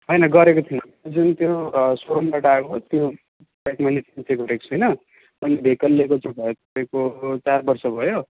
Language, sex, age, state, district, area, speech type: Nepali, male, 30-45, West Bengal, Darjeeling, rural, conversation